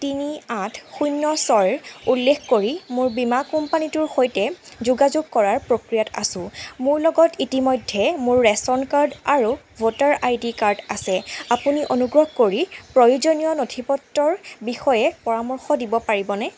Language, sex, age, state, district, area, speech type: Assamese, female, 18-30, Assam, Jorhat, urban, read